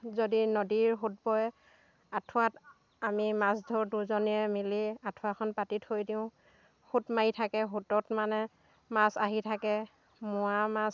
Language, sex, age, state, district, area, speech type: Assamese, female, 60+, Assam, Dhemaji, rural, spontaneous